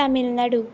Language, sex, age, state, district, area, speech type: Goan Konkani, female, 18-30, Goa, Ponda, rural, spontaneous